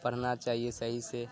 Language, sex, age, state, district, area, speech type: Urdu, male, 18-30, Bihar, Supaul, rural, spontaneous